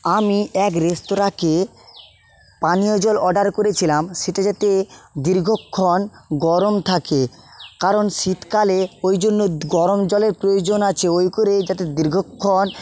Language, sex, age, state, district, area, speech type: Bengali, male, 30-45, West Bengal, Jhargram, rural, spontaneous